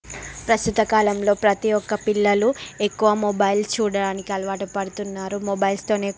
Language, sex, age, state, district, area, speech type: Telugu, female, 30-45, Andhra Pradesh, Srikakulam, urban, spontaneous